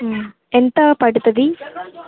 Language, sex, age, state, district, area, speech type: Telugu, female, 18-30, Telangana, Nalgonda, urban, conversation